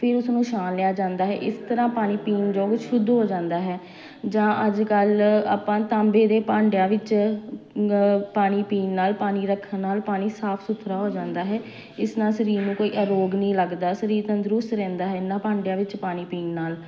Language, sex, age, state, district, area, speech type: Punjabi, female, 30-45, Punjab, Amritsar, urban, spontaneous